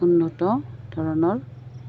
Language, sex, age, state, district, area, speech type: Assamese, female, 45-60, Assam, Goalpara, urban, spontaneous